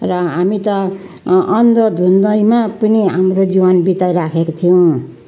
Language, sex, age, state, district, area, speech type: Nepali, female, 60+, West Bengal, Jalpaiguri, urban, spontaneous